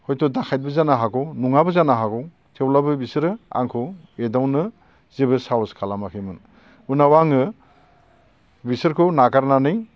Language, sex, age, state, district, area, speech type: Bodo, male, 60+, Assam, Baksa, urban, spontaneous